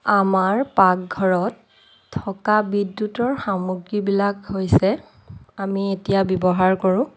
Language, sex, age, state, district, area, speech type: Assamese, female, 30-45, Assam, Lakhimpur, rural, spontaneous